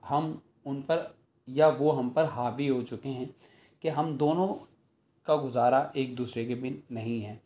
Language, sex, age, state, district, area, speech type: Urdu, male, 30-45, Delhi, South Delhi, rural, spontaneous